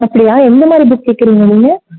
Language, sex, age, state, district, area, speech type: Tamil, female, 18-30, Tamil Nadu, Mayiladuthurai, urban, conversation